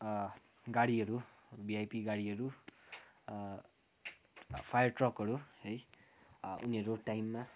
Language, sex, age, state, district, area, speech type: Nepali, male, 18-30, West Bengal, Kalimpong, rural, spontaneous